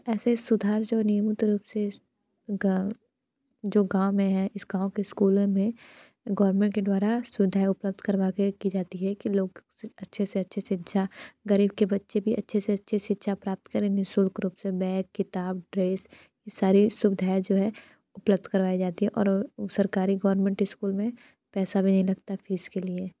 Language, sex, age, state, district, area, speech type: Hindi, female, 18-30, Uttar Pradesh, Sonbhadra, rural, spontaneous